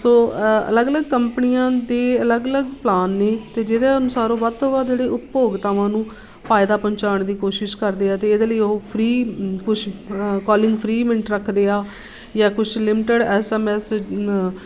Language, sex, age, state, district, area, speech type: Punjabi, female, 30-45, Punjab, Shaheed Bhagat Singh Nagar, urban, spontaneous